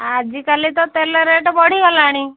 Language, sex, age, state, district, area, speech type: Odia, female, 45-60, Odisha, Gajapati, rural, conversation